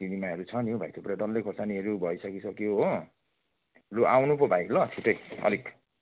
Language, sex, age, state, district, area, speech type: Nepali, male, 30-45, West Bengal, Kalimpong, rural, conversation